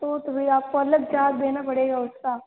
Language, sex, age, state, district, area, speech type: Hindi, female, 18-30, Rajasthan, Jodhpur, urban, conversation